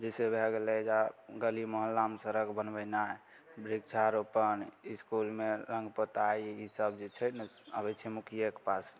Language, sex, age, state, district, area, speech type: Maithili, male, 18-30, Bihar, Begusarai, rural, spontaneous